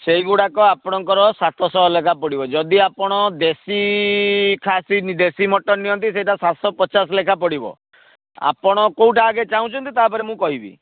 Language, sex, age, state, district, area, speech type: Odia, male, 30-45, Odisha, Bhadrak, rural, conversation